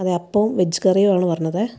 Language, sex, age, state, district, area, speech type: Malayalam, female, 30-45, Kerala, Kottayam, rural, spontaneous